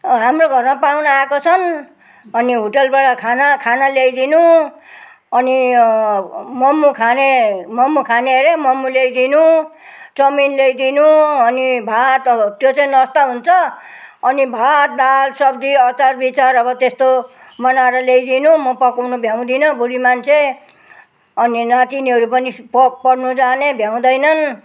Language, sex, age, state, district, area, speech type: Nepali, female, 60+, West Bengal, Jalpaiguri, rural, spontaneous